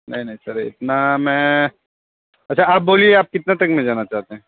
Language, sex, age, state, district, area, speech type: Hindi, male, 30-45, Bihar, Darbhanga, rural, conversation